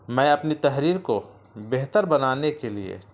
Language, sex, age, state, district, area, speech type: Urdu, male, 30-45, Bihar, Gaya, urban, spontaneous